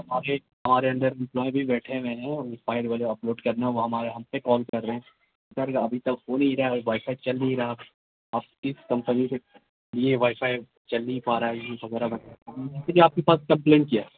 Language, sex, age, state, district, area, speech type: Urdu, male, 18-30, Bihar, Gaya, urban, conversation